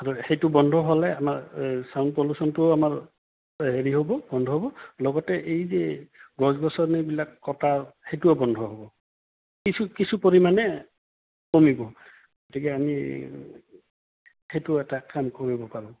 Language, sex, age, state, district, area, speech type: Assamese, male, 45-60, Assam, Goalpara, urban, conversation